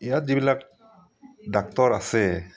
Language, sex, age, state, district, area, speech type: Assamese, male, 60+, Assam, Barpeta, rural, spontaneous